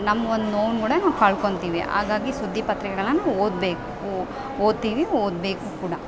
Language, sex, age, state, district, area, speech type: Kannada, female, 18-30, Karnataka, Bellary, rural, spontaneous